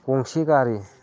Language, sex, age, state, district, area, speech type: Bodo, male, 45-60, Assam, Udalguri, rural, spontaneous